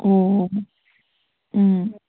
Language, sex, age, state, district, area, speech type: Manipuri, female, 18-30, Manipur, Kangpokpi, urban, conversation